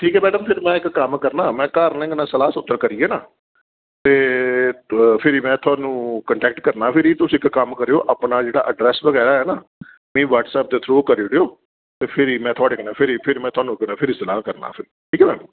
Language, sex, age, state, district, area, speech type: Dogri, male, 30-45, Jammu and Kashmir, Reasi, urban, conversation